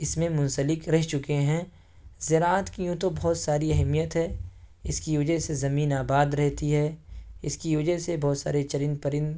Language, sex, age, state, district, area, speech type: Urdu, male, 18-30, Uttar Pradesh, Ghaziabad, urban, spontaneous